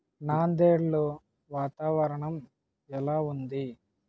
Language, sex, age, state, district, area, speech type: Telugu, male, 30-45, Andhra Pradesh, Kakinada, rural, read